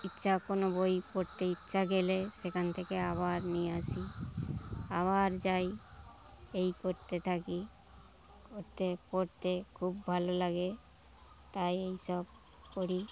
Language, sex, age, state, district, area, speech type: Bengali, female, 60+, West Bengal, Darjeeling, rural, spontaneous